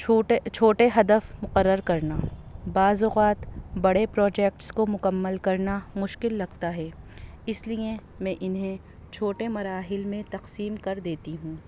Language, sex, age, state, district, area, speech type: Urdu, female, 30-45, Delhi, North East Delhi, urban, spontaneous